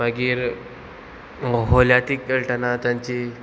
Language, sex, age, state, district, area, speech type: Goan Konkani, male, 18-30, Goa, Murmgao, rural, spontaneous